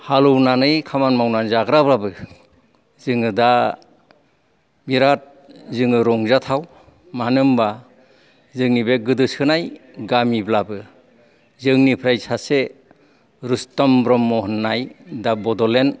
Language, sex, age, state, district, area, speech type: Bodo, male, 60+, Assam, Kokrajhar, rural, spontaneous